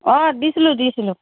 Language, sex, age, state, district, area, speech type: Assamese, female, 60+, Assam, Charaideo, urban, conversation